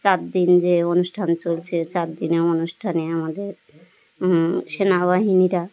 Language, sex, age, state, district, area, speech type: Bengali, female, 30-45, West Bengal, Birbhum, urban, spontaneous